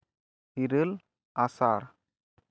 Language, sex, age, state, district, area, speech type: Santali, male, 18-30, West Bengal, Jhargram, rural, spontaneous